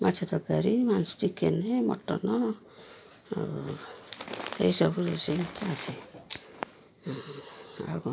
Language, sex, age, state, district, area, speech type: Odia, female, 60+, Odisha, Jagatsinghpur, rural, spontaneous